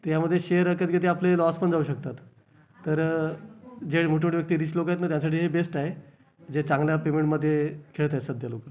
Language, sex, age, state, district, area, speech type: Marathi, male, 30-45, Maharashtra, Raigad, rural, spontaneous